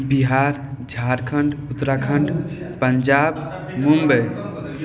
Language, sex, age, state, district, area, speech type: Maithili, male, 18-30, Bihar, Samastipur, rural, spontaneous